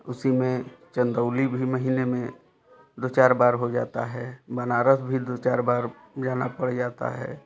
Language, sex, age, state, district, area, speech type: Hindi, male, 45-60, Uttar Pradesh, Chandauli, rural, spontaneous